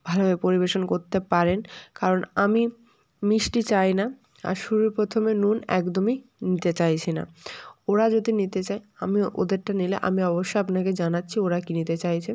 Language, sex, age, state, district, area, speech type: Bengali, female, 18-30, West Bengal, North 24 Parganas, rural, spontaneous